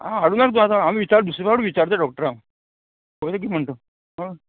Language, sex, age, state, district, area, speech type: Goan Konkani, male, 45-60, Goa, Murmgao, rural, conversation